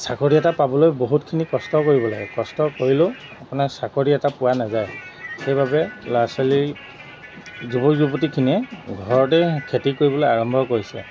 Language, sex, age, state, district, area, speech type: Assamese, male, 45-60, Assam, Golaghat, rural, spontaneous